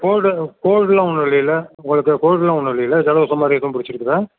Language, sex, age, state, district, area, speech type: Tamil, male, 60+, Tamil Nadu, Virudhunagar, rural, conversation